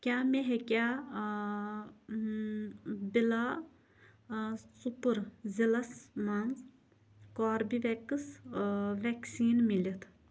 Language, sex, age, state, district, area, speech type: Kashmiri, female, 30-45, Jammu and Kashmir, Shopian, rural, read